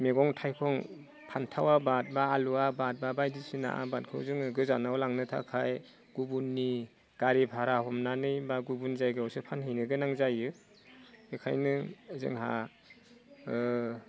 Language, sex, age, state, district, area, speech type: Bodo, male, 45-60, Assam, Udalguri, rural, spontaneous